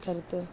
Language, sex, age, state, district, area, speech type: Tamil, female, 30-45, Tamil Nadu, Chennai, urban, spontaneous